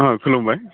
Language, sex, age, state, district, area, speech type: Bodo, male, 45-60, Assam, Udalguri, urban, conversation